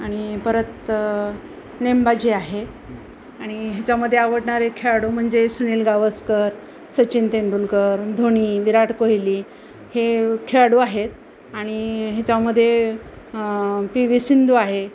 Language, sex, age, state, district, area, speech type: Marathi, female, 45-60, Maharashtra, Osmanabad, rural, spontaneous